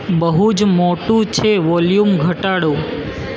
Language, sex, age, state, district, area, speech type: Gujarati, male, 18-30, Gujarat, Valsad, rural, read